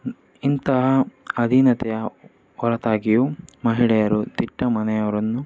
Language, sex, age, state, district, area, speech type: Kannada, male, 18-30, Karnataka, Davanagere, urban, spontaneous